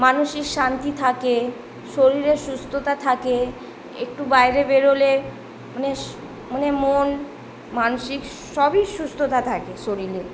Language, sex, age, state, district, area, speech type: Bengali, female, 18-30, West Bengal, Kolkata, urban, spontaneous